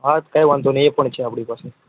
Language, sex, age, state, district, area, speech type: Gujarati, male, 18-30, Gujarat, Ahmedabad, urban, conversation